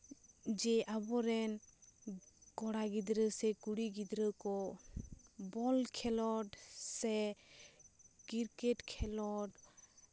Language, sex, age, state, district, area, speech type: Santali, female, 18-30, West Bengal, Bankura, rural, spontaneous